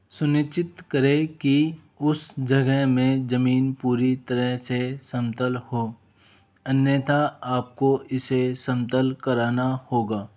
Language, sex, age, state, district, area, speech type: Hindi, male, 18-30, Rajasthan, Jaipur, urban, read